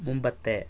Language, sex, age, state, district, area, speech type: Malayalam, female, 18-30, Kerala, Wayanad, rural, read